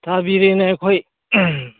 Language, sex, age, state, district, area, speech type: Manipuri, male, 30-45, Manipur, Ukhrul, urban, conversation